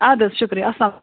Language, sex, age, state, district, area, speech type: Kashmiri, female, 30-45, Jammu and Kashmir, Anantnag, rural, conversation